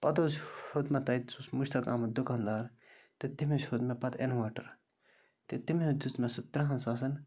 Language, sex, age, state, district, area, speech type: Kashmiri, male, 45-60, Jammu and Kashmir, Bandipora, rural, spontaneous